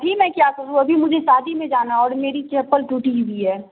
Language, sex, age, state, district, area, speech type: Urdu, female, 18-30, Bihar, Supaul, rural, conversation